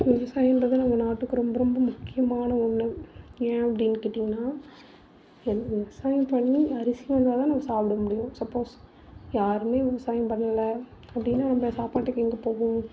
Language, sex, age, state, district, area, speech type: Tamil, female, 18-30, Tamil Nadu, Tiruvarur, urban, spontaneous